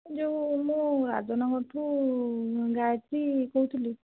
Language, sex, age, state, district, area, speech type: Odia, male, 60+, Odisha, Nayagarh, rural, conversation